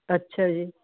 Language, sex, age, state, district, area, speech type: Punjabi, female, 45-60, Punjab, Fatehgarh Sahib, urban, conversation